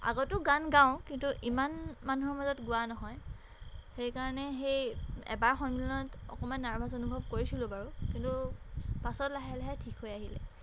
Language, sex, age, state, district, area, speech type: Assamese, female, 18-30, Assam, Golaghat, urban, spontaneous